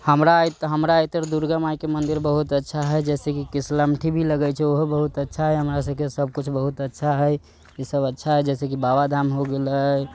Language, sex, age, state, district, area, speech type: Maithili, male, 18-30, Bihar, Muzaffarpur, rural, spontaneous